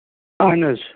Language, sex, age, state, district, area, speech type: Kashmiri, male, 30-45, Jammu and Kashmir, Srinagar, urban, conversation